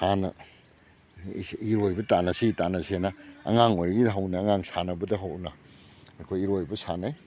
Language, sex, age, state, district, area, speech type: Manipuri, male, 60+, Manipur, Kakching, rural, spontaneous